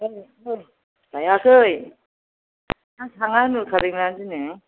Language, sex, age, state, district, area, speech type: Bodo, female, 60+, Assam, Kokrajhar, rural, conversation